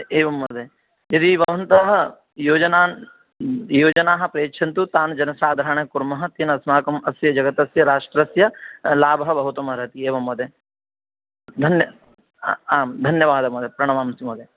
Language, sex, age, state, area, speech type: Sanskrit, male, 18-30, Rajasthan, rural, conversation